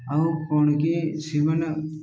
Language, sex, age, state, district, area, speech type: Odia, male, 30-45, Odisha, Koraput, urban, spontaneous